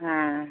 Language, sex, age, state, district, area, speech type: Hindi, female, 60+, Uttar Pradesh, Mau, rural, conversation